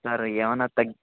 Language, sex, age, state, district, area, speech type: Telugu, male, 18-30, Andhra Pradesh, Annamaya, rural, conversation